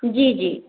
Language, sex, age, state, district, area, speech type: Hindi, female, 18-30, Bihar, Begusarai, urban, conversation